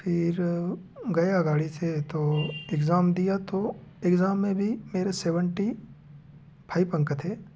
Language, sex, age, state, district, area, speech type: Hindi, male, 18-30, Madhya Pradesh, Betul, rural, spontaneous